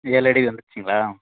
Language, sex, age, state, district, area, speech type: Tamil, male, 18-30, Tamil Nadu, Krishnagiri, rural, conversation